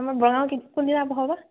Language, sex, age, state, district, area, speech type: Assamese, female, 45-60, Assam, Biswanath, rural, conversation